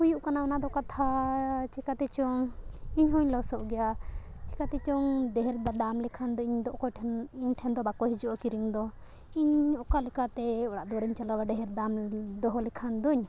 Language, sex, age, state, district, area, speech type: Santali, female, 18-30, Jharkhand, Bokaro, rural, spontaneous